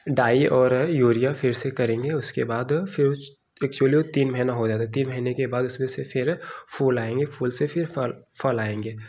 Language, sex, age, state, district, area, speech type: Hindi, male, 18-30, Uttar Pradesh, Jaunpur, rural, spontaneous